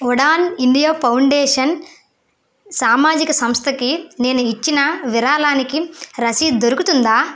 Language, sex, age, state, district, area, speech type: Telugu, female, 18-30, Andhra Pradesh, Vizianagaram, rural, read